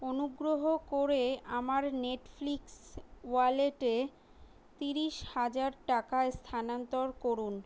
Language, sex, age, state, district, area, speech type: Bengali, female, 18-30, West Bengal, Kolkata, urban, read